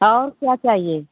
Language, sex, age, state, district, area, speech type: Hindi, female, 60+, Uttar Pradesh, Mau, rural, conversation